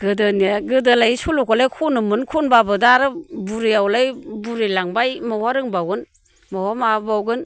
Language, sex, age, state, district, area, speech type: Bodo, female, 60+, Assam, Baksa, urban, spontaneous